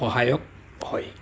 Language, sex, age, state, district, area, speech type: Assamese, male, 60+, Assam, Lakhimpur, rural, spontaneous